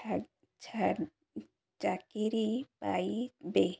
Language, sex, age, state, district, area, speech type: Odia, female, 30-45, Odisha, Ganjam, urban, spontaneous